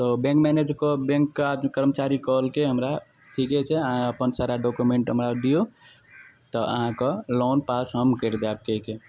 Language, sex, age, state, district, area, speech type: Maithili, male, 18-30, Bihar, Araria, rural, spontaneous